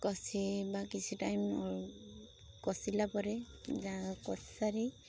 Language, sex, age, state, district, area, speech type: Odia, female, 18-30, Odisha, Balasore, rural, spontaneous